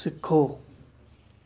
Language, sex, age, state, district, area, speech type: Punjabi, male, 18-30, Punjab, Shaheed Bhagat Singh Nagar, rural, read